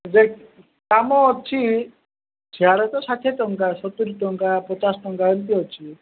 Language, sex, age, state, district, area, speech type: Odia, male, 45-60, Odisha, Nabarangpur, rural, conversation